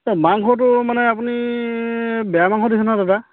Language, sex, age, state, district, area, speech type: Assamese, male, 30-45, Assam, Charaideo, rural, conversation